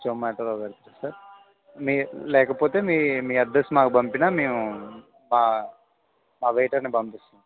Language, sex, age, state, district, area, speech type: Telugu, male, 18-30, Telangana, Khammam, urban, conversation